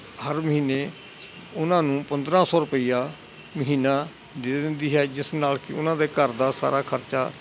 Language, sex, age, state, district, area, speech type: Punjabi, male, 60+, Punjab, Hoshiarpur, rural, spontaneous